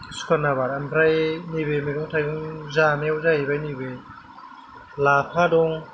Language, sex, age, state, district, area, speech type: Bodo, male, 30-45, Assam, Kokrajhar, rural, spontaneous